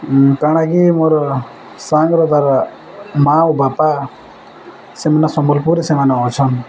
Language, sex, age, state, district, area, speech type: Odia, male, 18-30, Odisha, Bargarh, urban, spontaneous